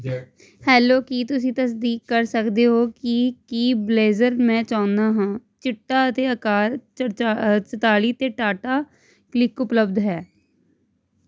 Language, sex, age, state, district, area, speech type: Punjabi, female, 18-30, Punjab, Hoshiarpur, urban, read